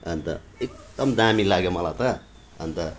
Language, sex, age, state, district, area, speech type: Nepali, male, 45-60, West Bengal, Darjeeling, rural, spontaneous